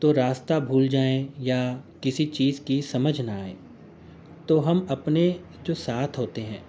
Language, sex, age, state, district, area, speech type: Urdu, male, 45-60, Uttar Pradesh, Gautam Buddha Nagar, urban, spontaneous